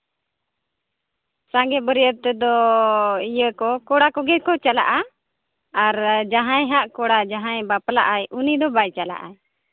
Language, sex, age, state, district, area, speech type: Santali, female, 30-45, Jharkhand, Seraikela Kharsawan, rural, conversation